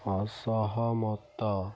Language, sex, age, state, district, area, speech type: Odia, female, 18-30, Odisha, Kendujhar, urban, read